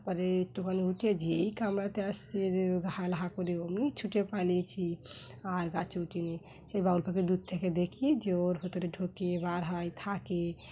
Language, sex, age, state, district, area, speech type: Bengali, female, 30-45, West Bengal, Dakshin Dinajpur, urban, spontaneous